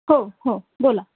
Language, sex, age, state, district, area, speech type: Marathi, female, 45-60, Maharashtra, Nanded, urban, conversation